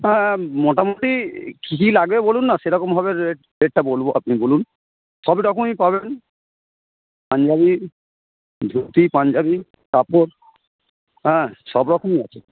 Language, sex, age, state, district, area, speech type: Bengali, male, 45-60, West Bengal, Hooghly, rural, conversation